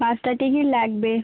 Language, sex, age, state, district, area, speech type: Bengali, female, 18-30, West Bengal, Birbhum, urban, conversation